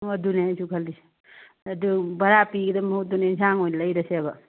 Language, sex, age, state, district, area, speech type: Manipuri, female, 45-60, Manipur, Churachandpur, rural, conversation